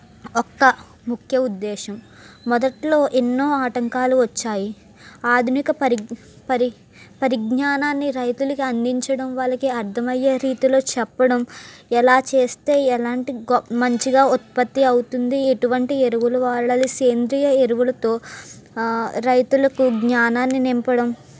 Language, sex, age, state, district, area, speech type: Telugu, female, 45-60, Andhra Pradesh, East Godavari, rural, spontaneous